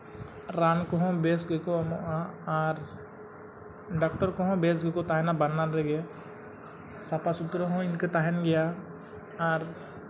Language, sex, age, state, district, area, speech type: Santali, male, 18-30, Jharkhand, East Singhbhum, rural, spontaneous